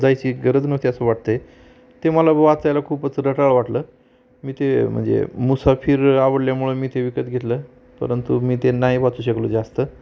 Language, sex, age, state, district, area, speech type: Marathi, male, 45-60, Maharashtra, Osmanabad, rural, spontaneous